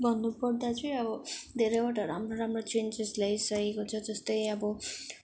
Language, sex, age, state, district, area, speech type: Nepali, female, 18-30, West Bengal, Darjeeling, rural, spontaneous